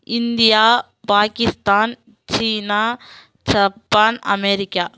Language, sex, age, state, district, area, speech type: Tamil, female, 30-45, Tamil Nadu, Kallakurichi, urban, spontaneous